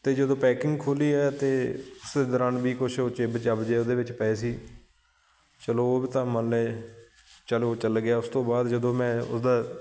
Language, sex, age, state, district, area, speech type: Punjabi, male, 30-45, Punjab, Shaheed Bhagat Singh Nagar, urban, spontaneous